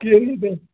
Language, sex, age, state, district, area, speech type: Dogri, male, 18-30, Jammu and Kashmir, Kathua, rural, conversation